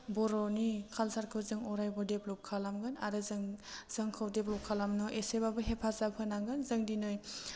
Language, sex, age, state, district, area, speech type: Bodo, female, 30-45, Assam, Chirang, urban, spontaneous